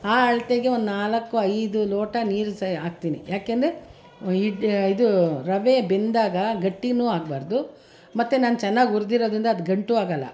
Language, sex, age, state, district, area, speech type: Kannada, female, 60+, Karnataka, Mysore, rural, spontaneous